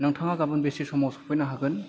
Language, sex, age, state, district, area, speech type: Bodo, male, 18-30, Assam, Chirang, rural, spontaneous